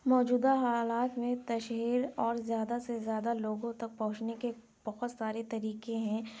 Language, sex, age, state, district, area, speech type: Urdu, female, 18-30, Uttar Pradesh, Lucknow, urban, spontaneous